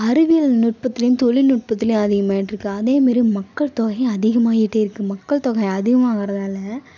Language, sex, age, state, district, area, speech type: Tamil, female, 18-30, Tamil Nadu, Kallakurichi, urban, spontaneous